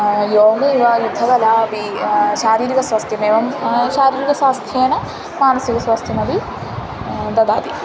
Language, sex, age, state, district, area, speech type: Sanskrit, female, 18-30, Kerala, Thrissur, rural, spontaneous